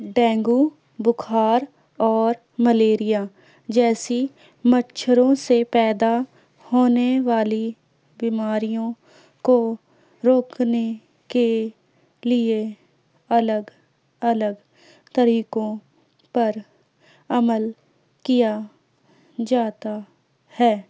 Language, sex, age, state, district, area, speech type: Urdu, female, 18-30, Delhi, Central Delhi, urban, spontaneous